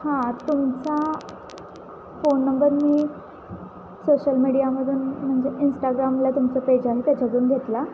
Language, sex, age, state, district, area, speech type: Marathi, female, 18-30, Maharashtra, Satara, rural, spontaneous